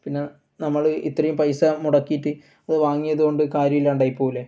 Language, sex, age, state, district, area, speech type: Malayalam, male, 18-30, Kerala, Kannur, rural, spontaneous